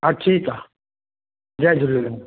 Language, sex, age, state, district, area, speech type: Sindhi, male, 45-60, Delhi, South Delhi, urban, conversation